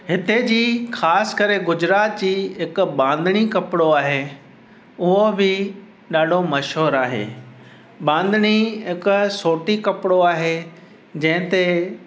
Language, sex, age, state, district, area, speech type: Sindhi, male, 45-60, Gujarat, Kutch, urban, spontaneous